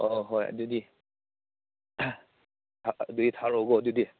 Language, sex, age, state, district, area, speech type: Manipuri, male, 30-45, Manipur, Churachandpur, rural, conversation